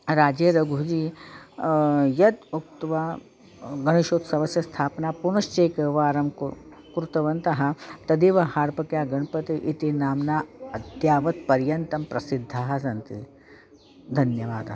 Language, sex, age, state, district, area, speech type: Sanskrit, female, 45-60, Maharashtra, Nagpur, urban, spontaneous